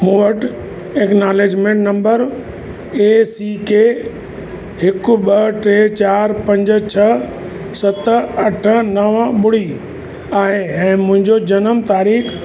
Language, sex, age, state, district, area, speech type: Sindhi, male, 60+, Uttar Pradesh, Lucknow, rural, read